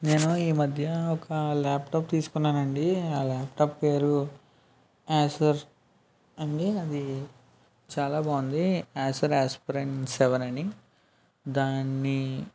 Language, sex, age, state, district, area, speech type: Telugu, male, 18-30, Andhra Pradesh, West Godavari, rural, spontaneous